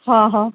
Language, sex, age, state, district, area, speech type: Marathi, female, 30-45, Maharashtra, Nagpur, urban, conversation